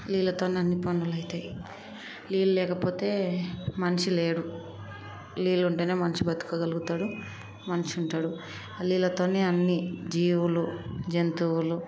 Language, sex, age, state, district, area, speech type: Telugu, female, 18-30, Telangana, Hyderabad, urban, spontaneous